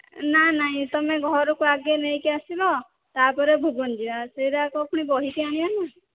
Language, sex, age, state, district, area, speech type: Odia, female, 18-30, Odisha, Dhenkanal, rural, conversation